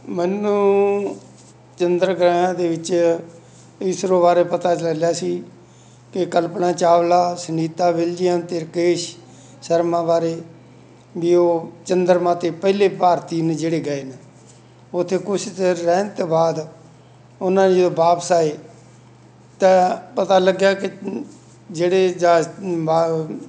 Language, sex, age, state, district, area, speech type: Punjabi, male, 60+, Punjab, Bathinda, rural, spontaneous